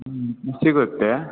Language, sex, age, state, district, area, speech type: Kannada, male, 18-30, Karnataka, Chikkaballapur, rural, conversation